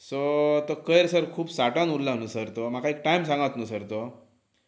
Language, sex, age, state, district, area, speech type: Goan Konkani, male, 30-45, Goa, Pernem, rural, spontaneous